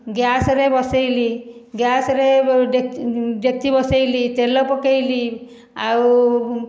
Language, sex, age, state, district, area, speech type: Odia, female, 60+, Odisha, Khordha, rural, spontaneous